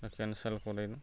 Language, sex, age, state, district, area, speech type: Odia, male, 30-45, Odisha, Subarnapur, urban, spontaneous